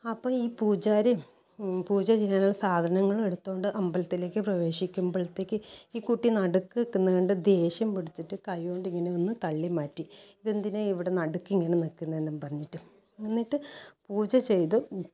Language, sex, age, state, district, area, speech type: Malayalam, female, 45-60, Kerala, Kasaragod, rural, spontaneous